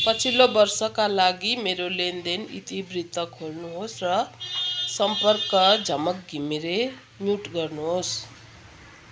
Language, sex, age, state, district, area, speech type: Nepali, female, 60+, West Bengal, Kalimpong, rural, read